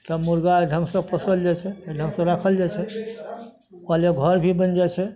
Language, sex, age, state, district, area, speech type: Maithili, male, 60+, Bihar, Madhepura, urban, spontaneous